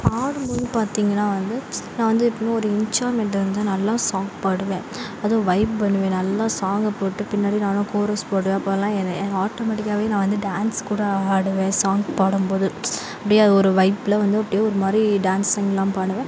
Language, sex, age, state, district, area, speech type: Tamil, female, 18-30, Tamil Nadu, Sivaganga, rural, spontaneous